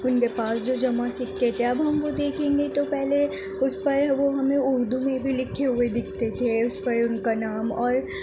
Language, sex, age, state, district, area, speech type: Urdu, female, 30-45, Delhi, Central Delhi, urban, spontaneous